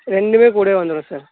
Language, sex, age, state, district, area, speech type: Tamil, male, 18-30, Tamil Nadu, Tiruvannamalai, rural, conversation